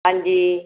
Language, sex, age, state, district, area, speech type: Punjabi, female, 60+, Punjab, Fazilka, rural, conversation